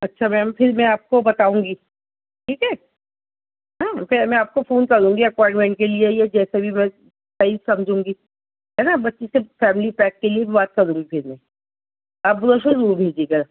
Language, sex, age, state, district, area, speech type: Urdu, female, 60+, Delhi, North East Delhi, urban, conversation